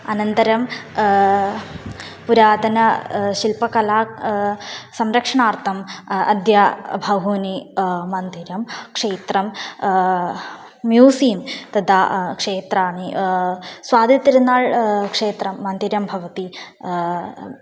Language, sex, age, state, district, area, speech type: Sanskrit, female, 18-30, Kerala, Malappuram, rural, spontaneous